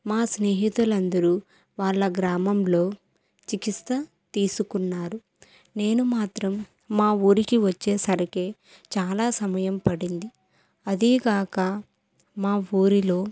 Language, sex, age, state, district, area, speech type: Telugu, female, 18-30, Andhra Pradesh, Kadapa, rural, spontaneous